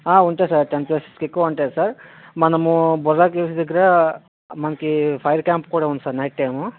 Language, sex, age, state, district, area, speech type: Telugu, male, 60+, Andhra Pradesh, Vizianagaram, rural, conversation